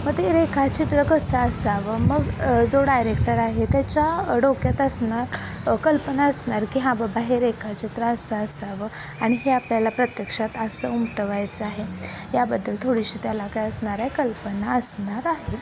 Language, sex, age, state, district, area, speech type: Marathi, female, 18-30, Maharashtra, Kolhapur, rural, spontaneous